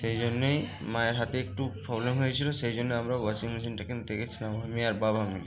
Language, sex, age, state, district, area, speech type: Bengali, male, 45-60, West Bengal, Bankura, urban, spontaneous